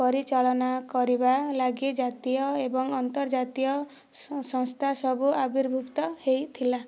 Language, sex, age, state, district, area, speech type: Odia, female, 18-30, Odisha, Kandhamal, rural, read